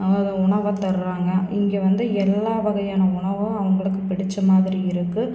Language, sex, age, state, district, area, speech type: Tamil, female, 30-45, Tamil Nadu, Tiruppur, rural, spontaneous